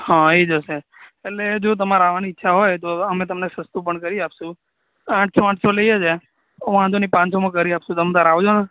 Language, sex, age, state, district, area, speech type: Gujarati, male, 18-30, Gujarat, Anand, urban, conversation